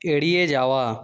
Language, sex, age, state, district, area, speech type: Bengali, male, 30-45, West Bengal, Purba Medinipur, rural, read